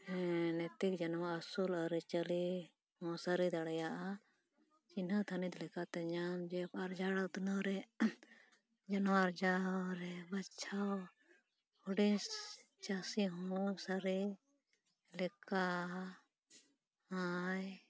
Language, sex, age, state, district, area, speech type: Santali, female, 30-45, Jharkhand, East Singhbhum, rural, spontaneous